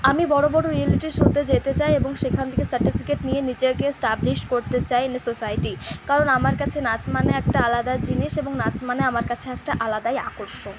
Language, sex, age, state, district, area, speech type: Bengali, female, 45-60, West Bengal, Purulia, urban, spontaneous